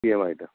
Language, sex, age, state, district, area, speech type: Bengali, male, 30-45, West Bengal, North 24 Parganas, rural, conversation